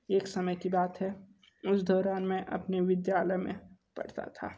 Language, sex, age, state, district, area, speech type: Hindi, male, 18-30, Uttar Pradesh, Sonbhadra, rural, spontaneous